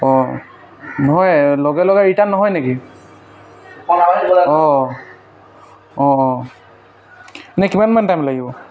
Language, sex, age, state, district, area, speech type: Assamese, male, 18-30, Assam, Tinsukia, rural, spontaneous